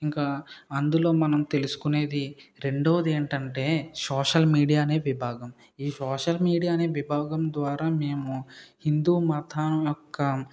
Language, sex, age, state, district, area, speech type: Telugu, male, 30-45, Andhra Pradesh, Kakinada, rural, spontaneous